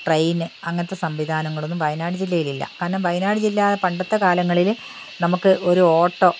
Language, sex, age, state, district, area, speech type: Malayalam, female, 60+, Kerala, Wayanad, rural, spontaneous